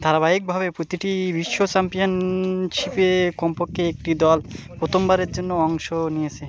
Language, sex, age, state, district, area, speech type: Bengali, male, 30-45, West Bengal, Birbhum, urban, read